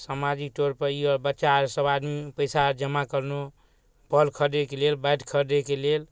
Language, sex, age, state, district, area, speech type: Maithili, male, 30-45, Bihar, Darbhanga, rural, spontaneous